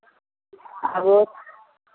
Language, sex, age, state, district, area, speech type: Maithili, female, 60+, Bihar, Araria, rural, conversation